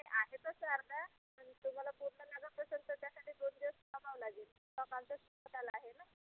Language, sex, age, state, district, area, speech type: Marathi, female, 30-45, Maharashtra, Amravati, urban, conversation